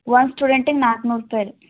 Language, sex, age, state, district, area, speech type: Kannada, female, 18-30, Karnataka, Gulbarga, urban, conversation